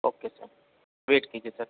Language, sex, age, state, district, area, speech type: Hindi, male, 45-60, Uttar Pradesh, Sonbhadra, rural, conversation